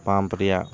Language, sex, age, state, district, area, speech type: Santali, male, 30-45, West Bengal, Purba Bardhaman, rural, spontaneous